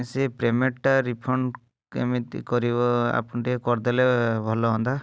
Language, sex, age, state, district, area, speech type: Odia, male, 30-45, Odisha, Cuttack, urban, spontaneous